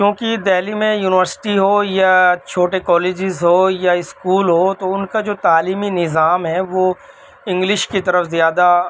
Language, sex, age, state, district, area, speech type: Urdu, male, 18-30, Delhi, North West Delhi, urban, spontaneous